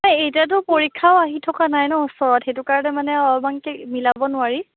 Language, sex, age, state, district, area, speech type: Assamese, female, 18-30, Assam, Morigaon, rural, conversation